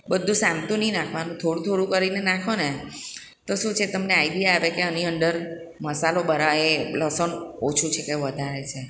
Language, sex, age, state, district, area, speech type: Gujarati, female, 60+, Gujarat, Surat, urban, spontaneous